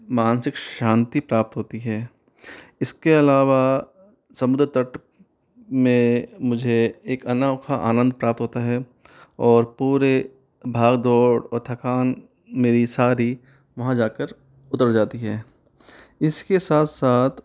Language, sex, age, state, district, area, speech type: Hindi, male, 30-45, Rajasthan, Jaipur, urban, spontaneous